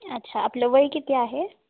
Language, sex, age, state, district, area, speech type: Marathi, female, 18-30, Maharashtra, Osmanabad, rural, conversation